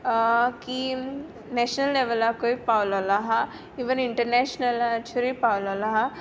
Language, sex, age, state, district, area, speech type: Goan Konkani, female, 18-30, Goa, Tiswadi, rural, spontaneous